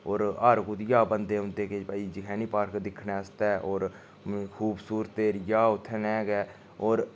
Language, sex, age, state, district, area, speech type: Dogri, male, 30-45, Jammu and Kashmir, Udhampur, rural, spontaneous